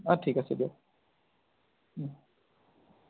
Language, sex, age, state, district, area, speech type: Assamese, male, 18-30, Assam, Lakhimpur, rural, conversation